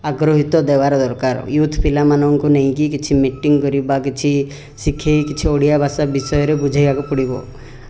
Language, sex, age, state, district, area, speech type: Odia, male, 30-45, Odisha, Rayagada, rural, spontaneous